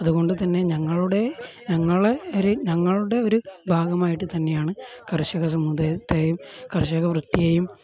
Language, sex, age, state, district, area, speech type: Malayalam, male, 18-30, Kerala, Kozhikode, rural, spontaneous